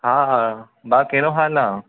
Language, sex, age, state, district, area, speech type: Sindhi, male, 18-30, Maharashtra, Thane, urban, conversation